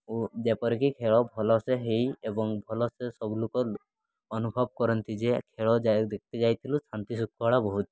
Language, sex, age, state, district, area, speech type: Odia, male, 18-30, Odisha, Mayurbhanj, rural, spontaneous